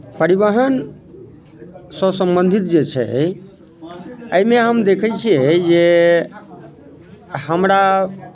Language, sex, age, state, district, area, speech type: Maithili, male, 30-45, Bihar, Muzaffarpur, rural, spontaneous